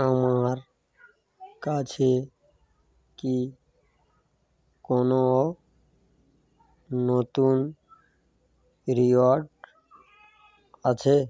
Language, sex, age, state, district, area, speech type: Bengali, male, 18-30, West Bengal, Birbhum, urban, read